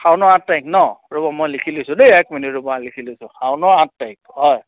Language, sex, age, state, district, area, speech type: Assamese, male, 45-60, Assam, Lakhimpur, rural, conversation